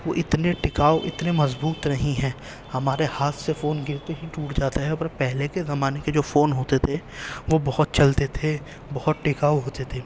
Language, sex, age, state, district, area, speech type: Urdu, male, 18-30, Delhi, East Delhi, urban, spontaneous